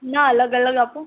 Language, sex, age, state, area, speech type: Gujarati, female, 18-30, Gujarat, urban, conversation